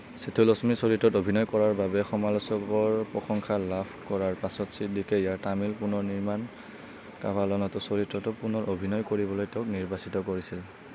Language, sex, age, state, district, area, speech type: Assamese, male, 18-30, Assam, Kamrup Metropolitan, rural, read